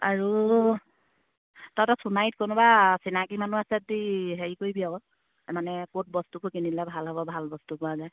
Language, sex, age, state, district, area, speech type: Assamese, female, 30-45, Assam, Charaideo, rural, conversation